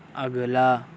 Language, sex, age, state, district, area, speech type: Urdu, male, 60+, Maharashtra, Nashik, urban, read